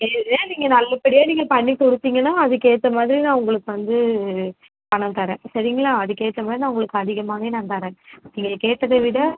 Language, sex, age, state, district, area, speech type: Tamil, female, 18-30, Tamil Nadu, Kanchipuram, urban, conversation